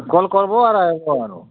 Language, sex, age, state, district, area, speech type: Odia, male, 45-60, Odisha, Kalahandi, rural, conversation